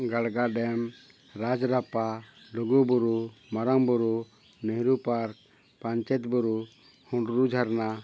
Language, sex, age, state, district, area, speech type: Santali, male, 45-60, Jharkhand, Bokaro, rural, spontaneous